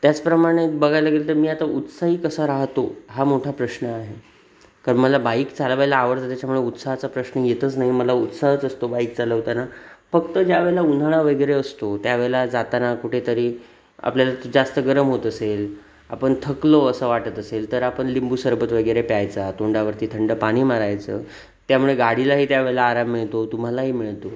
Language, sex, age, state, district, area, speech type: Marathi, male, 30-45, Maharashtra, Sindhudurg, rural, spontaneous